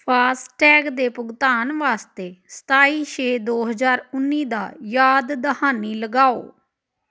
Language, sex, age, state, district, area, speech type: Punjabi, female, 45-60, Punjab, Amritsar, urban, read